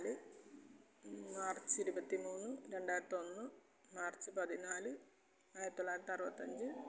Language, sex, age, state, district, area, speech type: Malayalam, female, 45-60, Kerala, Alappuzha, rural, spontaneous